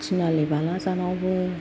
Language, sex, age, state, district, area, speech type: Bodo, female, 60+, Assam, Kokrajhar, urban, spontaneous